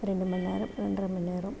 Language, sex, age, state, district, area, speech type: Tamil, female, 45-60, Tamil Nadu, Ariyalur, rural, spontaneous